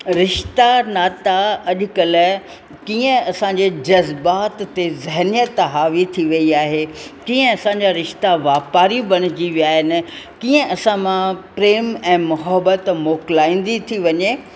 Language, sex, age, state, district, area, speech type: Sindhi, female, 60+, Rajasthan, Ajmer, urban, spontaneous